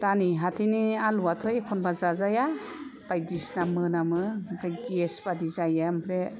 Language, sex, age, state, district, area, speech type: Bodo, female, 60+, Assam, Kokrajhar, rural, spontaneous